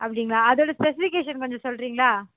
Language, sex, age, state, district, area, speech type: Tamil, female, 30-45, Tamil Nadu, Perambalur, rural, conversation